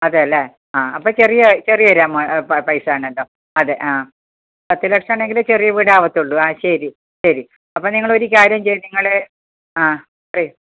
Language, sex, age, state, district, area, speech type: Malayalam, female, 60+, Kerala, Kasaragod, urban, conversation